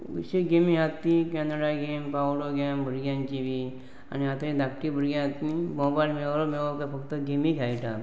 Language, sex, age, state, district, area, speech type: Goan Konkani, male, 45-60, Goa, Pernem, rural, spontaneous